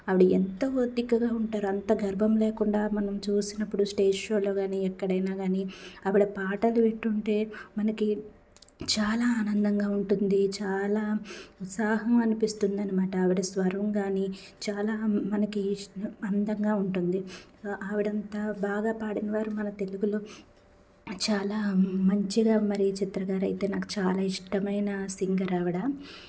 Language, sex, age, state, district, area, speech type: Telugu, female, 30-45, Andhra Pradesh, Palnadu, rural, spontaneous